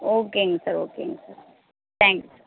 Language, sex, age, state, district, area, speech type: Tamil, female, 30-45, Tamil Nadu, Tirunelveli, urban, conversation